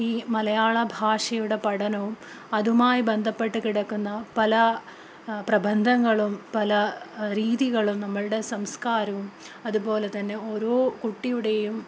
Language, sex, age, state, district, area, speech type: Malayalam, female, 30-45, Kerala, Palakkad, rural, spontaneous